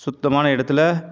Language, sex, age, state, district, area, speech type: Tamil, male, 45-60, Tamil Nadu, Viluppuram, rural, spontaneous